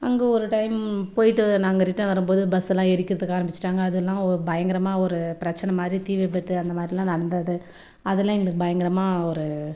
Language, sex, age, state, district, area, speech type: Tamil, female, 30-45, Tamil Nadu, Tirupattur, rural, spontaneous